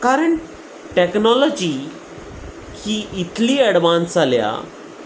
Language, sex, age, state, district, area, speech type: Goan Konkani, male, 30-45, Goa, Salcete, urban, spontaneous